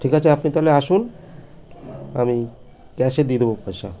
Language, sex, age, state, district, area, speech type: Bengali, male, 45-60, West Bengal, Birbhum, urban, spontaneous